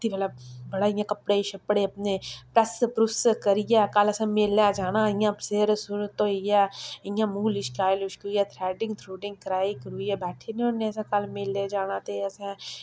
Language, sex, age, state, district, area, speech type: Dogri, female, 18-30, Jammu and Kashmir, Udhampur, rural, spontaneous